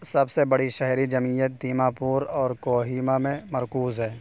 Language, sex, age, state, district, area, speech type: Urdu, male, 18-30, Uttar Pradesh, Saharanpur, urban, read